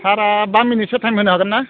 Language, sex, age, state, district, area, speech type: Bodo, male, 45-60, Assam, Kokrajhar, rural, conversation